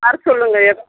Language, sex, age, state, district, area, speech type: Tamil, female, 45-60, Tamil Nadu, Cuddalore, rural, conversation